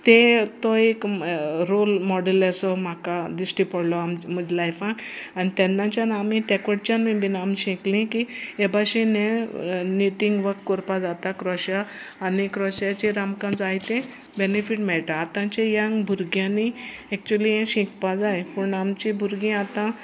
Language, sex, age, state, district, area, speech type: Goan Konkani, female, 60+, Goa, Sanguem, rural, spontaneous